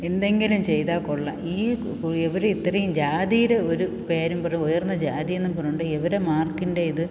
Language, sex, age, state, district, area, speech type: Malayalam, female, 45-60, Kerala, Thiruvananthapuram, urban, spontaneous